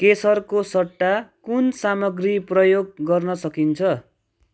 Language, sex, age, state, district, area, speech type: Nepali, male, 30-45, West Bengal, Kalimpong, rural, read